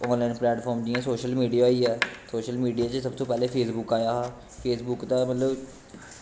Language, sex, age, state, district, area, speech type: Dogri, male, 18-30, Jammu and Kashmir, Kathua, rural, spontaneous